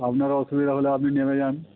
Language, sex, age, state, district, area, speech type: Bengali, male, 30-45, West Bengal, Howrah, urban, conversation